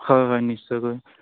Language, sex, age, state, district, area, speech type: Assamese, male, 18-30, Assam, Charaideo, rural, conversation